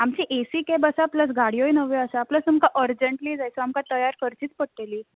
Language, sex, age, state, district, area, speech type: Goan Konkani, female, 18-30, Goa, Bardez, urban, conversation